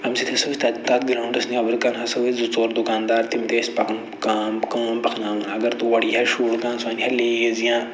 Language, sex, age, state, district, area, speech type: Kashmiri, male, 45-60, Jammu and Kashmir, Budgam, rural, spontaneous